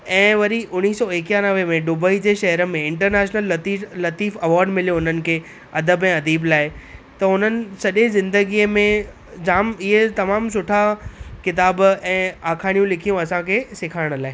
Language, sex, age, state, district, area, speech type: Sindhi, female, 45-60, Maharashtra, Thane, urban, spontaneous